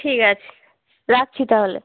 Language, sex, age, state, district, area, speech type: Bengali, female, 18-30, West Bengal, Uttar Dinajpur, urban, conversation